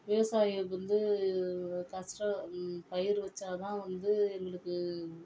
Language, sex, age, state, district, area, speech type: Tamil, female, 45-60, Tamil Nadu, Viluppuram, rural, spontaneous